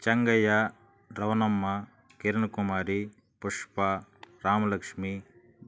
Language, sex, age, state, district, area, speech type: Telugu, male, 30-45, Andhra Pradesh, Sri Balaji, rural, spontaneous